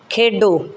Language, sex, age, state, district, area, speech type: Punjabi, female, 45-60, Punjab, Kapurthala, rural, read